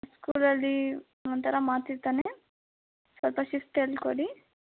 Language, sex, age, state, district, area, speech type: Kannada, female, 18-30, Karnataka, Davanagere, rural, conversation